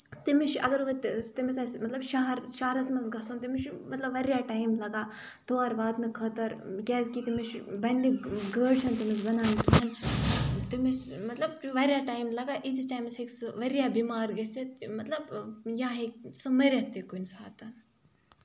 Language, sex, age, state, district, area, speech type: Kashmiri, female, 18-30, Jammu and Kashmir, Kupwara, rural, spontaneous